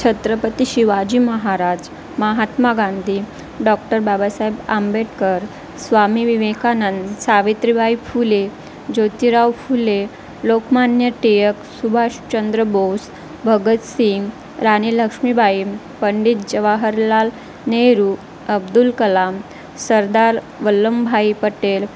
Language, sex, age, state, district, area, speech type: Marathi, female, 30-45, Maharashtra, Wardha, rural, spontaneous